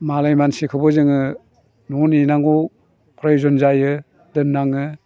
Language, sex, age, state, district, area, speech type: Bodo, male, 60+, Assam, Chirang, rural, spontaneous